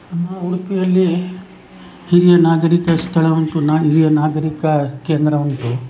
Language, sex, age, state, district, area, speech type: Kannada, male, 60+, Karnataka, Udupi, rural, spontaneous